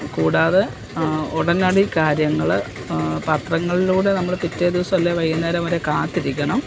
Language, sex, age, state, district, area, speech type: Malayalam, female, 60+, Kerala, Kottayam, urban, spontaneous